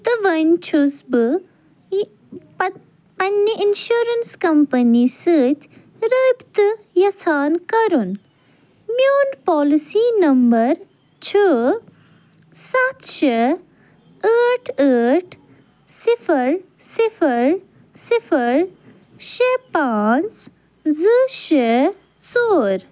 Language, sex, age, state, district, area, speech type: Kashmiri, female, 30-45, Jammu and Kashmir, Ganderbal, rural, read